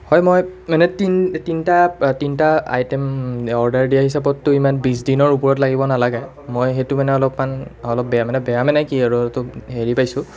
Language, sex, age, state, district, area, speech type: Assamese, male, 30-45, Assam, Nalbari, rural, spontaneous